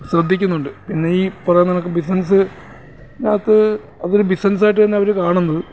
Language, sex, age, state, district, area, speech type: Malayalam, male, 45-60, Kerala, Alappuzha, urban, spontaneous